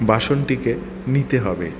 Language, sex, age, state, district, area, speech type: Bengali, male, 30-45, West Bengal, Paschim Bardhaman, urban, spontaneous